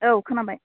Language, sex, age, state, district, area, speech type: Bodo, female, 45-60, Assam, Chirang, rural, conversation